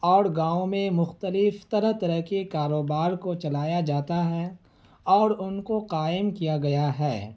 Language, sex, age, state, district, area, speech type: Urdu, male, 18-30, Bihar, Purnia, rural, spontaneous